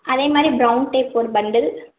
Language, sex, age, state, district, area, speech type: Tamil, female, 45-60, Tamil Nadu, Madurai, urban, conversation